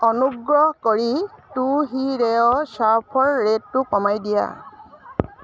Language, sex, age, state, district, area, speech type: Assamese, female, 30-45, Assam, Dibrugarh, urban, read